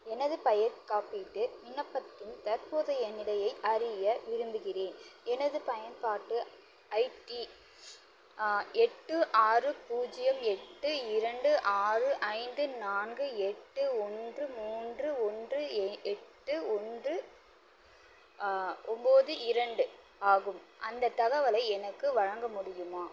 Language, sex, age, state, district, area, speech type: Tamil, female, 30-45, Tamil Nadu, Chennai, urban, read